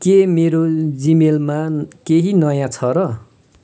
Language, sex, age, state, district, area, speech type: Nepali, male, 45-60, West Bengal, Kalimpong, rural, read